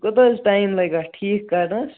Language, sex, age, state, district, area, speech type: Kashmiri, male, 18-30, Jammu and Kashmir, Baramulla, rural, conversation